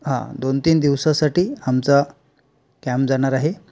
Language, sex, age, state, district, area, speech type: Marathi, male, 45-60, Maharashtra, Palghar, rural, spontaneous